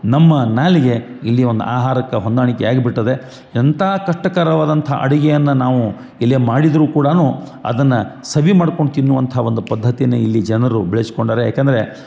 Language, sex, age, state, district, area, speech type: Kannada, male, 45-60, Karnataka, Gadag, rural, spontaneous